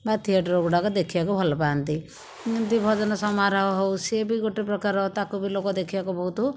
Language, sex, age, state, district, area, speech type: Odia, female, 30-45, Odisha, Jajpur, rural, spontaneous